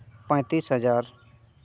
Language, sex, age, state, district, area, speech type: Santali, male, 18-30, Jharkhand, Seraikela Kharsawan, rural, spontaneous